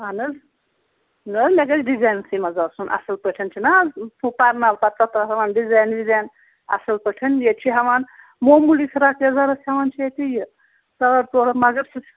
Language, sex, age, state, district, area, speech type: Kashmiri, female, 60+, Jammu and Kashmir, Srinagar, urban, conversation